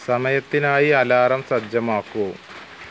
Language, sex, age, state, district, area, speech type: Malayalam, male, 45-60, Kerala, Malappuram, rural, read